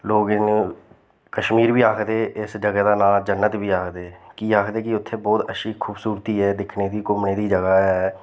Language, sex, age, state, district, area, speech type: Dogri, male, 30-45, Jammu and Kashmir, Reasi, rural, spontaneous